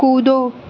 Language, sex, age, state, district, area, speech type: Hindi, female, 18-30, Madhya Pradesh, Harda, urban, read